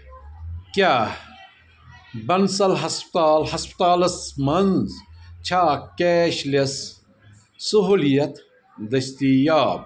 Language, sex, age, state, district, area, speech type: Kashmiri, male, 45-60, Jammu and Kashmir, Bandipora, rural, read